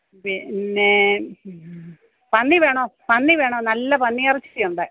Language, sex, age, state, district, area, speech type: Malayalam, female, 60+, Kerala, Pathanamthitta, rural, conversation